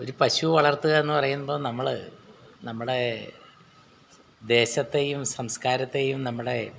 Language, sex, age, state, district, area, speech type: Malayalam, male, 60+, Kerala, Alappuzha, rural, spontaneous